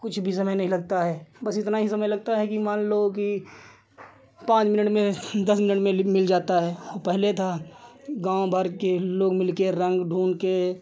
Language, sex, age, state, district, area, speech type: Hindi, male, 45-60, Uttar Pradesh, Lucknow, rural, spontaneous